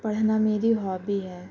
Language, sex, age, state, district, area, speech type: Urdu, female, 18-30, Delhi, Central Delhi, urban, spontaneous